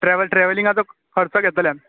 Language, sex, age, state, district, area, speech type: Goan Konkani, male, 18-30, Goa, Bardez, rural, conversation